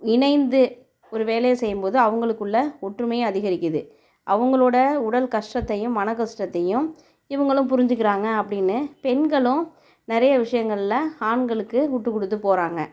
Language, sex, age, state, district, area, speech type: Tamil, female, 30-45, Tamil Nadu, Tiruvarur, rural, spontaneous